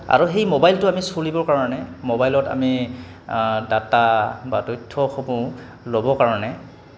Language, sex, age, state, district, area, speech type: Assamese, male, 18-30, Assam, Goalpara, rural, spontaneous